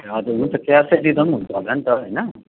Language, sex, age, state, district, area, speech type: Nepali, male, 30-45, West Bengal, Darjeeling, rural, conversation